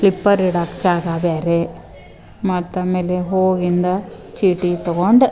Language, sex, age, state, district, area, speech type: Kannada, female, 45-60, Karnataka, Dharwad, rural, spontaneous